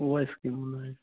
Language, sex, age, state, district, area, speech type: Sindhi, male, 30-45, Maharashtra, Thane, urban, conversation